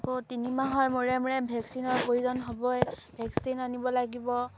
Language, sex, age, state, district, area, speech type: Assamese, female, 18-30, Assam, Sivasagar, rural, spontaneous